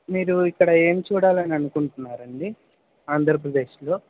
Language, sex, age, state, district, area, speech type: Telugu, male, 60+, Andhra Pradesh, Krishna, urban, conversation